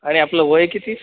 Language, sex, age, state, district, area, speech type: Marathi, male, 30-45, Maharashtra, Buldhana, urban, conversation